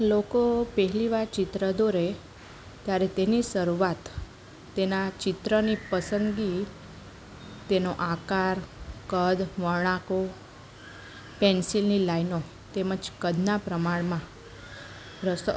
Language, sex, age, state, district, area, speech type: Gujarati, female, 30-45, Gujarat, Narmada, urban, spontaneous